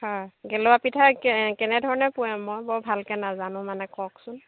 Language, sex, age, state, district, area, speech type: Assamese, female, 60+, Assam, Dhemaji, rural, conversation